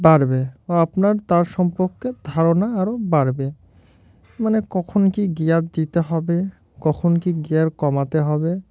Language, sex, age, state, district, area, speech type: Bengali, male, 30-45, West Bengal, Murshidabad, urban, spontaneous